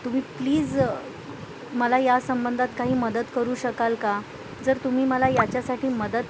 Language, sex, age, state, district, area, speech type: Marathi, female, 45-60, Maharashtra, Thane, urban, spontaneous